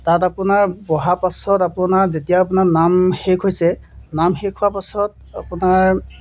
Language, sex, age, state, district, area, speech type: Assamese, male, 18-30, Assam, Golaghat, urban, spontaneous